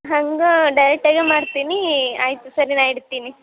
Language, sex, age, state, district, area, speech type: Kannada, female, 18-30, Karnataka, Gadag, rural, conversation